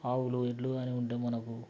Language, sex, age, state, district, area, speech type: Telugu, male, 45-60, Telangana, Nalgonda, rural, spontaneous